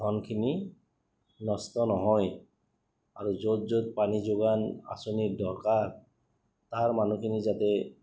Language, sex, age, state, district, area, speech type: Assamese, male, 30-45, Assam, Goalpara, urban, spontaneous